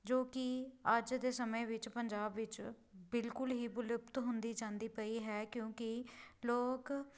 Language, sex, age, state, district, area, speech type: Punjabi, female, 18-30, Punjab, Pathankot, rural, spontaneous